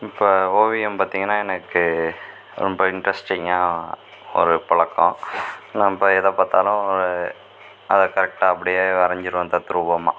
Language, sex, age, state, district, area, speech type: Tamil, male, 18-30, Tamil Nadu, Perambalur, rural, spontaneous